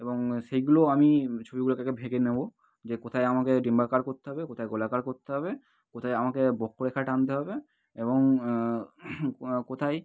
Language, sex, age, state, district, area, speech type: Bengali, male, 18-30, West Bengal, North 24 Parganas, urban, spontaneous